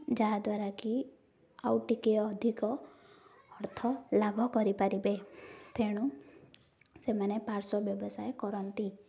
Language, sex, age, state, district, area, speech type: Odia, female, 18-30, Odisha, Ganjam, urban, spontaneous